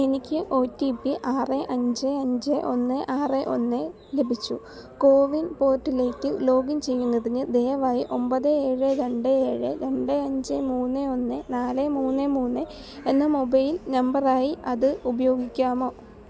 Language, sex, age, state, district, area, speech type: Malayalam, female, 18-30, Kerala, Alappuzha, rural, read